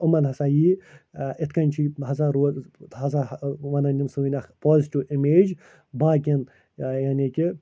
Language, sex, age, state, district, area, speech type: Kashmiri, male, 45-60, Jammu and Kashmir, Srinagar, urban, spontaneous